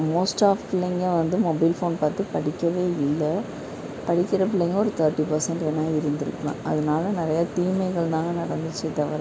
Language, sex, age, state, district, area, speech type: Tamil, female, 18-30, Tamil Nadu, Madurai, rural, spontaneous